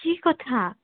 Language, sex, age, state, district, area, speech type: Assamese, female, 30-45, Assam, Sonitpur, rural, conversation